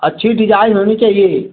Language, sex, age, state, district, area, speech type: Hindi, male, 60+, Uttar Pradesh, Mau, rural, conversation